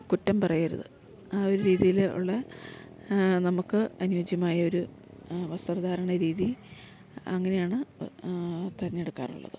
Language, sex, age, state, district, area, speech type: Malayalam, female, 45-60, Kerala, Idukki, rural, spontaneous